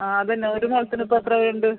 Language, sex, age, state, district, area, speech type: Malayalam, female, 30-45, Kerala, Kasaragod, rural, conversation